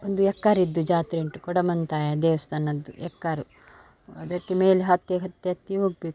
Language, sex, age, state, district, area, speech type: Kannada, female, 45-60, Karnataka, Dakshina Kannada, rural, spontaneous